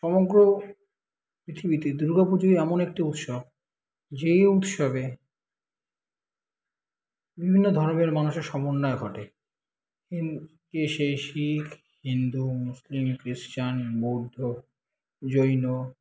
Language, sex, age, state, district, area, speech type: Bengali, male, 30-45, West Bengal, Kolkata, urban, spontaneous